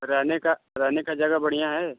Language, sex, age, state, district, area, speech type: Hindi, male, 30-45, Uttar Pradesh, Mau, urban, conversation